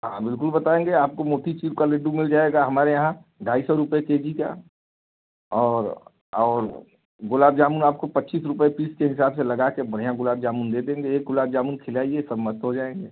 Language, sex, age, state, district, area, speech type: Hindi, male, 45-60, Uttar Pradesh, Bhadohi, urban, conversation